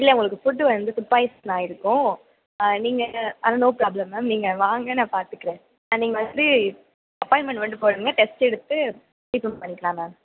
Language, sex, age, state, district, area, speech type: Tamil, female, 18-30, Tamil Nadu, Thanjavur, urban, conversation